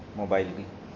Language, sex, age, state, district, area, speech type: Urdu, male, 18-30, Uttar Pradesh, Shahjahanpur, urban, spontaneous